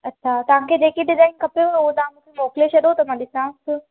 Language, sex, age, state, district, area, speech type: Sindhi, female, 18-30, Madhya Pradesh, Katni, urban, conversation